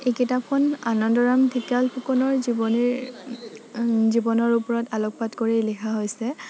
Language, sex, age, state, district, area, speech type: Assamese, female, 30-45, Assam, Nagaon, rural, spontaneous